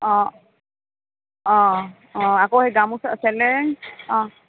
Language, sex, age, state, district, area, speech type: Assamese, female, 45-60, Assam, Dibrugarh, rural, conversation